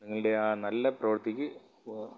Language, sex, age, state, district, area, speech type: Malayalam, male, 45-60, Kerala, Kollam, rural, spontaneous